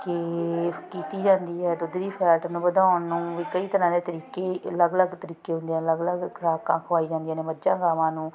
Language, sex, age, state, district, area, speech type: Punjabi, female, 30-45, Punjab, Ludhiana, urban, spontaneous